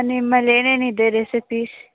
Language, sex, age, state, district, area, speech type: Kannada, female, 18-30, Karnataka, Mandya, rural, conversation